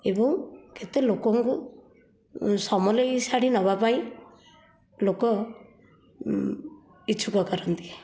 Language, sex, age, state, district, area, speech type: Odia, female, 45-60, Odisha, Nayagarh, rural, spontaneous